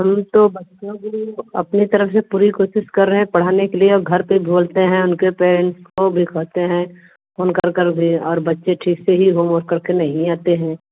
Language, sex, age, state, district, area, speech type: Hindi, female, 30-45, Uttar Pradesh, Varanasi, rural, conversation